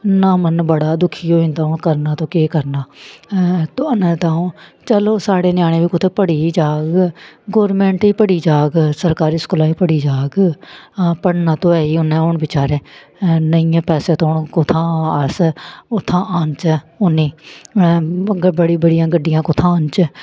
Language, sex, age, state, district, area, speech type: Dogri, female, 30-45, Jammu and Kashmir, Samba, rural, spontaneous